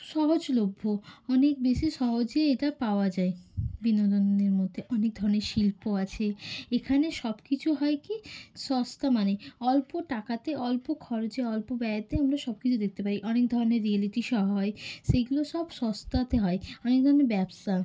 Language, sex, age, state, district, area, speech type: Bengali, female, 30-45, West Bengal, Hooghly, urban, spontaneous